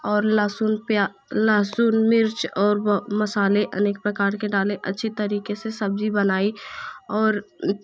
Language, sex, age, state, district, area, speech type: Hindi, female, 18-30, Uttar Pradesh, Jaunpur, urban, spontaneous